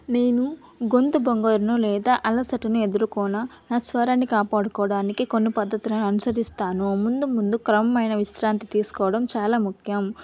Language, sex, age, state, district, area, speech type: Telugu, female, 18-30, Andhra Pradesh, Nellore, rural, spontaneous